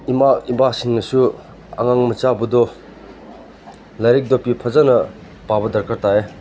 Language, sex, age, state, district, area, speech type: Manipuri, male, 30-45, Manipur, Senapati, rural, spontaneous